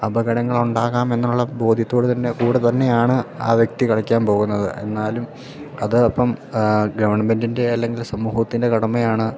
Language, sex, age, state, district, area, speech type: Malayalam, male, 18-30, Kerala, Idukki, rural, spontaneous